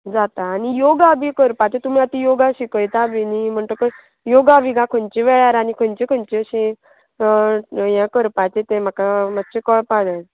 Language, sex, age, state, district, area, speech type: Goan Konkani, female, 30-45, Goa, Salcete, urban, conversation